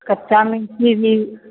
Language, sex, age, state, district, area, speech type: Hindi, female, 45-60, Bihar, Begusarai, rural, conversation